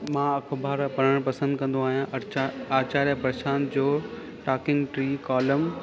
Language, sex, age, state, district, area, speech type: Sindhi, male, 30-45, Maharashtra, Thane, urban, spontaneous